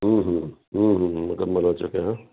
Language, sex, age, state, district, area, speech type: Urdu, male, 60+, Bihar, Supaul, rural, conversation